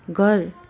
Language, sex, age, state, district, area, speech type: Nepali, female, 45-60, West Bengal, Darjeeling, rural, read